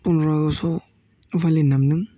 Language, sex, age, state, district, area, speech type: Bodo, male, 18-30, Assam, Udalguri, urban, spontaneous